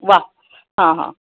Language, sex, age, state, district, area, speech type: Marathi, female, 45-60, Maharashtra, Pune, urban, conversation